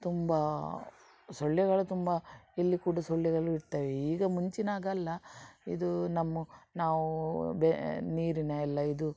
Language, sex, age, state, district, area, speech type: Kannada, female, 60+, Karnataka, Udupi, rural, spontaneous